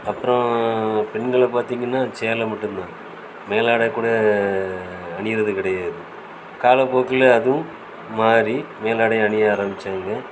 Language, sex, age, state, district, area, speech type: Tamil, male, 45-60, Tamil Nadu, Thoothukudi, rural, spontaneous